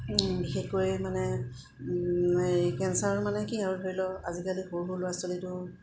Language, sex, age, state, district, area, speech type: Assamese, female, 30-45, Assam, Golaghat, urban, spontaneous